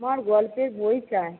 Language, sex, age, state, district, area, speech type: Bengali, female, 45-60, West Bengal, Birbhum, urban, conversation